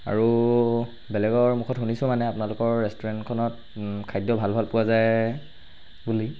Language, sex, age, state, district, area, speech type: Assamese, male, 45-60, Assam, Charaideo, rural, spontaneous